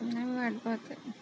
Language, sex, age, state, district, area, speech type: Marathi, female, 18-30, Maharashtra, Akola, rural, spontaneous